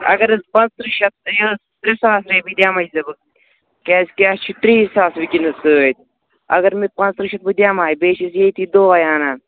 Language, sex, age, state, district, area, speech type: Kashmiri, male, 18-30, Jammu and Kashmir, Kupwara, rural, conversation